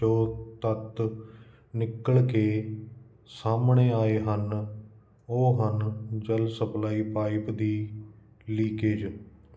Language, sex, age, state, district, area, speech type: Punjabi, male, 30-45, Punjab, Kapurthala, urban, read